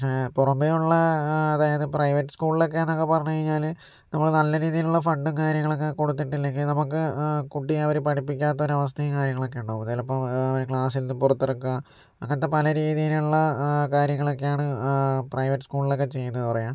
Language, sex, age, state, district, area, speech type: Malayalam, male, 45-60, Kerala, Kozhikode, urban, spontaneous